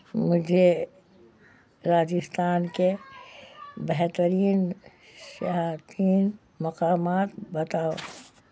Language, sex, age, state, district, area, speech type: Urdu, female, 60+, Bihar, Khagaria, rural, read